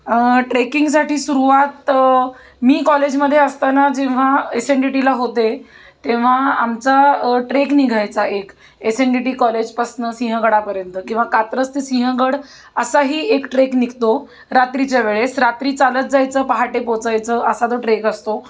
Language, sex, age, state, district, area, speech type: Marathi, female, 30-45, Maharashtra, Pune, urban, spontaneous